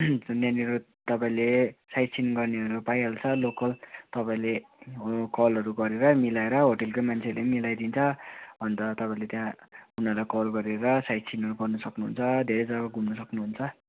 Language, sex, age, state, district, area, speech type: Nepali, male, 18-30, West Bengal, Darjeeling, rural, conversation